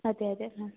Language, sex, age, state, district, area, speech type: Malayalam, female, 18-30, Kerala, Palakkad, urban, conversation